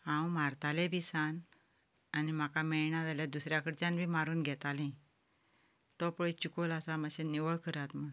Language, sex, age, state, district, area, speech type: Goan Konkani, female, 45-60, Goa, Canacona, rural, spontaneous